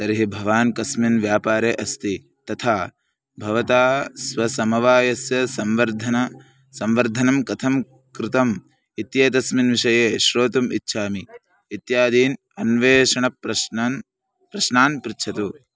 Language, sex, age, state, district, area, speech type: Sanskrit, male, 18-30, Karnataka, Chikkamagaluru, urban, read